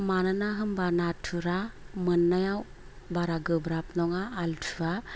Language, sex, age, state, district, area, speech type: Bodo, female, 30-45, Assam, Chirang, rural, spontaneous